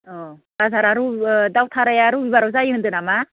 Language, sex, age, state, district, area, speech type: Bodo, female, 30-45, Assam, Baksa, rural, conversation